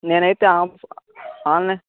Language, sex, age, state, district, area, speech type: Telugu, male, 60+, Andhra Pradesh, Chittoor, rural, conversation